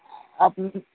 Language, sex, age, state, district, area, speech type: Bengali, male, 18-30, West Bengal, Birbhum, urban, conversation